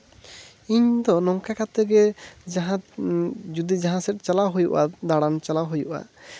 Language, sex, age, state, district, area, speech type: Santali, male, 18-30, West Bengal, Jhargram, rural, spontaneous